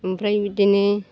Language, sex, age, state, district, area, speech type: Bodo, female, 60+, Assam, Chirang, urban, spontaneous